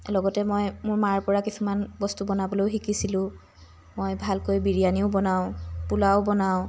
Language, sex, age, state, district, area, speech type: Assamese, female, 45-60, Assam, Tinsukia, rural, spontaneous